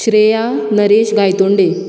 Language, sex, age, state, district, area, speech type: Goan Konkani, female, 30-45, Goa, Canacona, rural, spontaneous